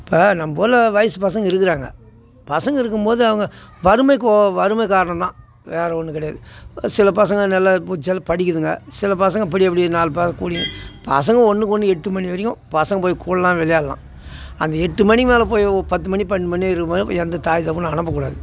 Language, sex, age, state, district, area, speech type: Tamil, male, 60+, Tamil Nadu, Tiruvannamalai, rural, spontaneous